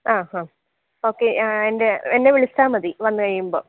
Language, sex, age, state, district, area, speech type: Malayalam, female, 18-30, Kerala, Idukki, rural, conversation